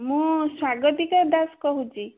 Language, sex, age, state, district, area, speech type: Odia, female, 18-30, Odisha, Bhadrak, rural, conversation